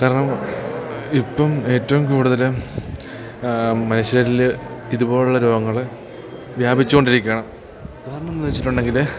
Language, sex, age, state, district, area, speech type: Malayalam, male, 18-30, Kerala, Idukki, rural, spontaneous